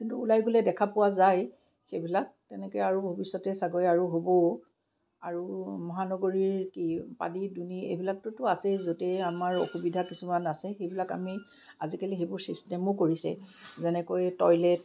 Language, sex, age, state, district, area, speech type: Assamese, female, 45-60, Assam, Kamrup Metropolitan, urban, spontaneous